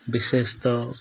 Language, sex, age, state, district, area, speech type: Odia, male, 30-45, Odisha, Nuapada, urban, spontaneous